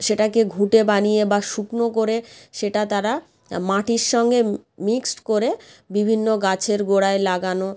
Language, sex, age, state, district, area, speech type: Bengali, female, 30-45, West Bengal, South 24 Parganas, rural, spontaneous